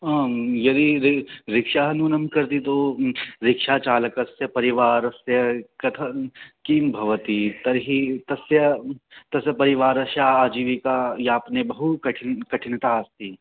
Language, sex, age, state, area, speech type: Sanskrit, male, 18-30, Haryana, rural, conversation